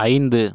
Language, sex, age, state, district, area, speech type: Tamil, male, 45-60, Tamil Nadu, Ariyalur, rural, read